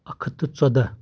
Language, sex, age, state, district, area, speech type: Kashmiri, male, 30-45, Jammu and Kashmir, Pulwama, rural, spontaneous